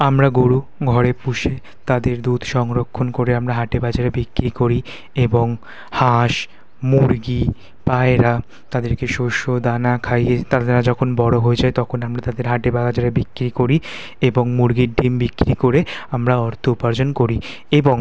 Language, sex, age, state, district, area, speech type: Bengali, male, 18-30, West Bengal, Kolkata, urban, spontaneous